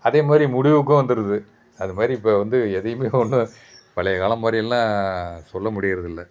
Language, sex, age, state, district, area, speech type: Tamil, male, 60+, Tamil Nadu, Thanjavur, rural, spontaneous